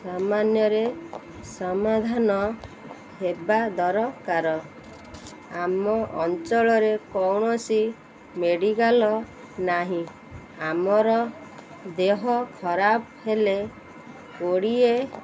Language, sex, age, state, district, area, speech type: Odia, female, 30-45, Odisha, Kendrapara, urban, spontaneous